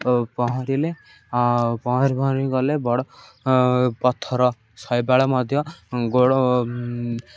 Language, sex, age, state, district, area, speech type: Odia, male, 18-30, Odisha, Ganjam, urban, spontaneous